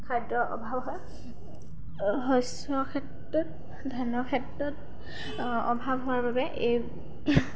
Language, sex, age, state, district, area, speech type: Assamese, female, 18-30, Assam, Sivasagar, rural, spontaneous